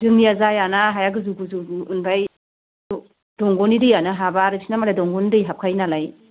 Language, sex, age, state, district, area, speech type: Bodo, female, 45-60, Assam, Udalguri, rural, conversation